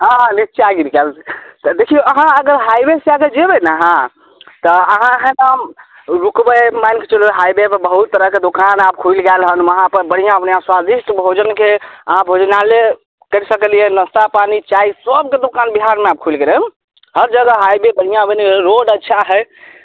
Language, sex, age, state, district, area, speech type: Maithili, male, 18-30, Bihar, Samastipur, rural, conversation